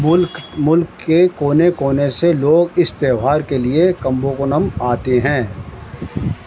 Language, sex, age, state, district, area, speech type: Urdu, male, 30-45, Delhi, Central Delhi, urban, read